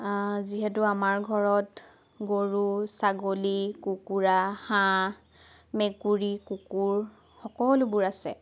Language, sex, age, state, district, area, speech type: Assamese, female, 18-30, Assam, Lakhimpur, urban, spontaneous